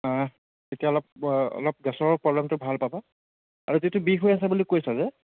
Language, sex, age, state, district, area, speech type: Assamese, male, 30-45, Assam, Morigaon, rural, conversation